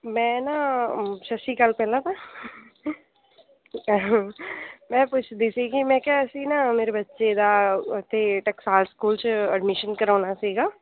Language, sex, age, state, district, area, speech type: Punjabi, female, 30-45, Punjab, Mansa, urban, conversation